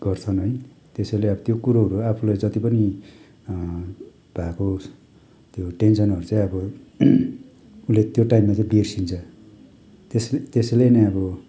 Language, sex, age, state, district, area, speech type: Nepali, male, 45-60, West Bengal, Kalimpong, rural, spontaneous